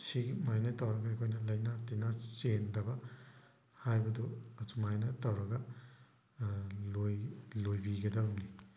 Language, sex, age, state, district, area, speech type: Manipuri, male, 30-45, Manipur, Thoubal, rural, spontaneous